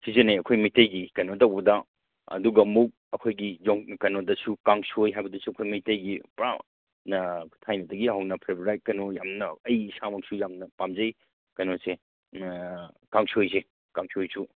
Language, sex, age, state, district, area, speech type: Manipuri, male, 30-45, Manipur, Kangpokpi, urban, conversation